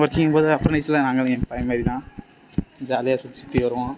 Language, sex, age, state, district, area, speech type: Tamil, male, 18-30, Tamil Nadu, Ariyalur, rural, spontaneous